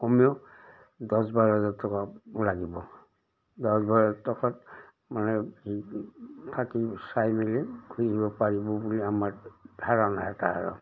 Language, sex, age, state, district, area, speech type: Assamese, male, 60+, Assam, Udalguri, rural, spontaneous